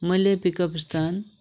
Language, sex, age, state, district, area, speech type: Nepali, male, 30-45, West Bengal, Darjeeling, rural, spontaneous